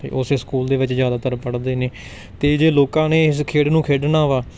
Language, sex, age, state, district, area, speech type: Punjabi, male, 18-30, Punjab, Patiala, rural, spontaneous